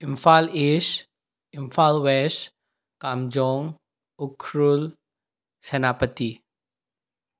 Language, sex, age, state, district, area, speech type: Manipuri, male, 18-30, Manipur, Bishnupur, rural, spontaneous